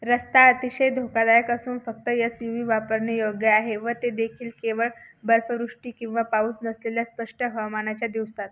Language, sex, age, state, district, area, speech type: Marathi, female, 18-30, Maharashtra, Buldhana, rural, read